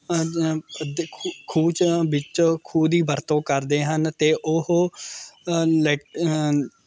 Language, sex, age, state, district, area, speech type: Punjabi, male, 18-30, Punjab, Mohali, rural, spontaneous